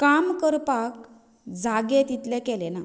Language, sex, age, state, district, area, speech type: Goan Konkani, female, 30-45, Goa, Canacona, rural, spontaneous